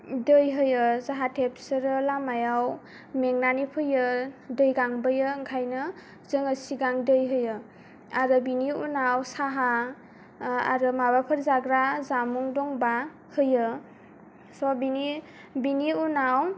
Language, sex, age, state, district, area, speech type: Bodo, female, 18-30, Assam, Kokrajhar, rural, spontaneous